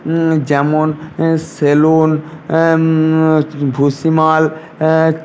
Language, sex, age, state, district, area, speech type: Bengali, male, 18-30, West Bengal, Paschim Medinipur, rural, spontaneous